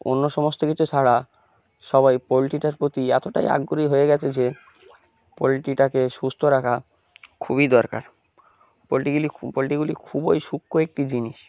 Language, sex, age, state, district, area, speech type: Bengali, male, 18-30, West Bengal, Uttar Dinajpur, urban, spontaneous